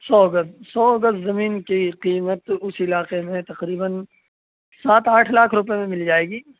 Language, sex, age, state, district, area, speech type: Urdu, male, 18-30, Uttar Pradesh, Saharanpur, urban, conversation